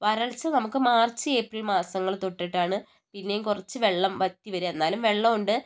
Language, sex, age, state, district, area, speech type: Malayalam, female, 60+, Kerala, Wayanad, rural, spontaneous